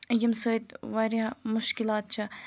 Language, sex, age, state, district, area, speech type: Kashmiri, female, 18-30, Jammu and Kashmir, Kupwara, rural, spontaneous